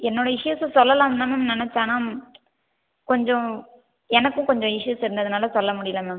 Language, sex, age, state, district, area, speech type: Tamil, female, 18-30, Tamil Nadu, Viluppuram, urban, conversation